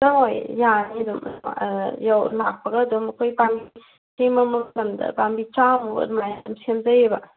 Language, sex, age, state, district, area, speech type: Manipuri, female, 18-30, Manipur, Kangpokpi, urban, conversation